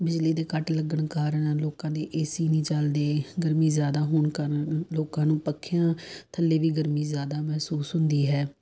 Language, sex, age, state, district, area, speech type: Punjabi, female, 30-45, Punjab, Tarn Taran, urban, spontaneous